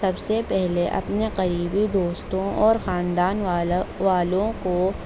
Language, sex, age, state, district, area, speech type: Urdu, female, 18-30, Delhi, North East Delhi, urban, spontaneous